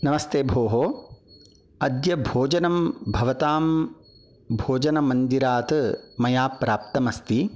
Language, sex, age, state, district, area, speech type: Sanskrit, male, 30-45, Karnataka, Bangalore Rural, urban, spontaneous